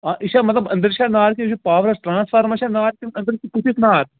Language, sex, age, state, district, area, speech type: Kashmiri, male, 60+, Jammu and Kashmir, Srinagar, urban, conversation